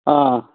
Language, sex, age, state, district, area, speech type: Goan Konkani, male, 30-45, Goa, Canacona, rural, conversation